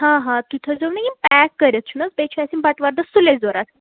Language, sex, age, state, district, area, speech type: Kashmiri, female, 18-30, Jammu and Kashmir, Srinagar, urban, conversation